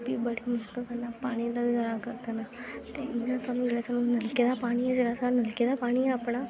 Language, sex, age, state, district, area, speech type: Dogri, female, 18-30, Jammu and Kashmir, Kathua, rural, spontaneous